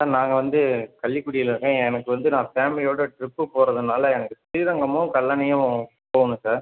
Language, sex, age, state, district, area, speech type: Tamil, male, 30-45, Tamil Nadu, Tiruchirappalli, rural, conversation